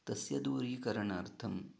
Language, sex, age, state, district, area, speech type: Sanskrit, male, 30-45, Karnataka, Uttara Kannada, rural, spontaneous